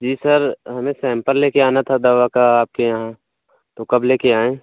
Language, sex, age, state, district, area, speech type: Hindi, male, 30-45, Uttar Pradesh, Pratapgarh, rural, conversation